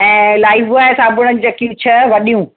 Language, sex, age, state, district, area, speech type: Sindhi, female, 45-60, Maharashtra, Thane, urban, conversation